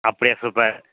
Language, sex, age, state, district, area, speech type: Tamil, male, 45-60, Tamil Nadu, Thanjavur, rural, conversation